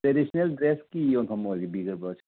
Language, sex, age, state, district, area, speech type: Manipuri, male, 30-45, Manipur, Churachandpur, rural, conversation